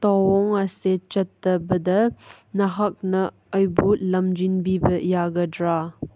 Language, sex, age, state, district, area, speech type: Manipuri, female, 18-30, Manipur, Kangpokpi, urban, read